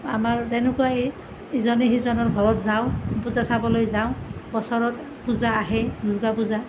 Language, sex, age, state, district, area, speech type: Assamese, female, 30-45, Assam, Nalbari, rural, spontaneous